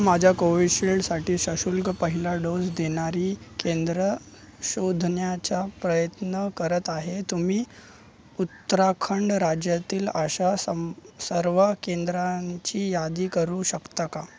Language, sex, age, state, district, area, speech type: Marathi, male, 18-30, Maharashtra, Thane, urban, read